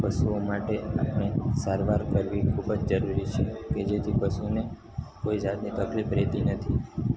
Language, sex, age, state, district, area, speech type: Gujarati, male, 18-30, Gujarat, Narmada, urban, spontaneous